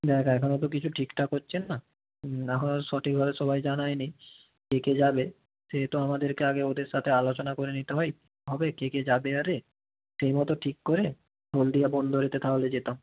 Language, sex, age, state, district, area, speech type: Bengali, male, 18-30, West Bengal, South 24 Parganas, rural, conversation